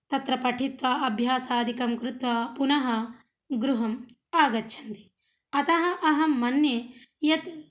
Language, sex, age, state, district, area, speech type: Sanskrit, female, 30-45, Telangana, Ranga Reddy, urban, spontaneous